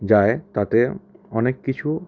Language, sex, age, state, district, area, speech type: Bengali, male, 18-30, West Bengal, Howrah, urban, spontaneous